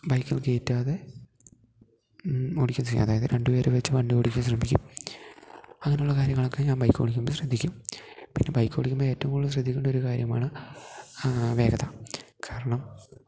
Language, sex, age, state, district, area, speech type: Malayalam, male, 18-30, Kerala, Idukki, rural, spontaneous